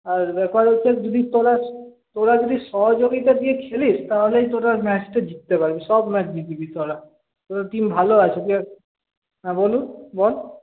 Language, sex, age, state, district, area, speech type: Bengali, male, 18-30, West Bengal, Paschim Bardhaman, urban, conversation